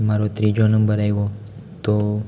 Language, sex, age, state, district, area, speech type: Gujarati, male, 18-30, Gujarat, Amreli, rural, spontaneous